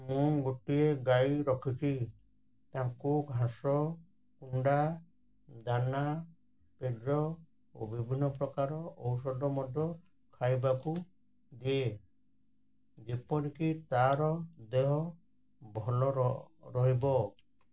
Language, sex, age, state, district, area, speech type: Odia, male, 60+, Odisha, Ganjam, urban, spontaneous